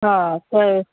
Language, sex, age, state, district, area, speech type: Sindhi, female, 30-45, Delhi, South Delhi, urban, conversation